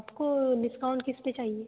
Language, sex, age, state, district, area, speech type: Hindi, female, 18-30, Madhya Pradesh, Betul, rural, conversation